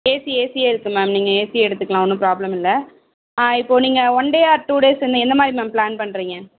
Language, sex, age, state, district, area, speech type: Tamil, female, 60+, Tamil Nadu, Tiruvarur, rural, conversation